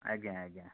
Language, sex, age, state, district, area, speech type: Odia, male, 30-45, Odisha, Bhadrak, rural, conversation